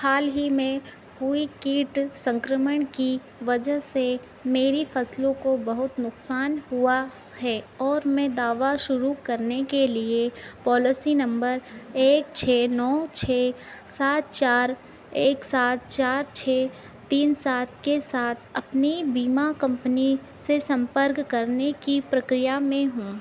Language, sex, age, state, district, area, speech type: Hindi, female, 45-60, Madhya Pradesh, Harda, urban, read